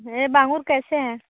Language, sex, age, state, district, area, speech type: Hindi, female, 45-60, Uttar Pradesh, Bhadohi, urban, conversation